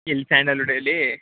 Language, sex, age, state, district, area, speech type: Kannada, male, 18-30, Karnataka, Mysore, urban, conversation